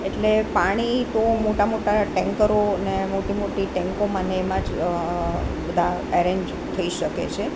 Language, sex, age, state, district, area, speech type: Gujarati, female, 60+, Gujarat, Rajkot, urban, spontaneous